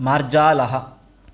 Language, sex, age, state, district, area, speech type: Sanskrit, male, 30-45, Karnataka, Dakshina Kannada, rural, read